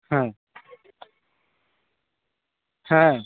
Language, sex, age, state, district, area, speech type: Bengali, male, 60+, West Bengal, Nadia, rural, conversation